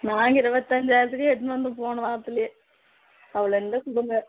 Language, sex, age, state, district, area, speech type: Tamil, female, 30-45, Tamil Nadu, Tirupattur, rural, conversation